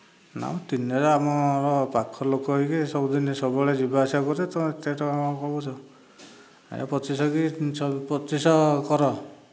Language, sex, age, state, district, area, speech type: Odia, male, 60+, Odisha, Dhenkanal, rural, spontaneous